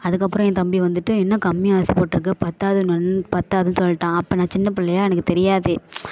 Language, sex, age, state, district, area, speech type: Tamil, female, 18-30, Tamil Nadu, Thanjavur, rural, spontaneous